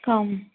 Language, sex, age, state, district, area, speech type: Kashmiri, female, 30-45, Jammu and Kashmir, Pulwama, urban, conversation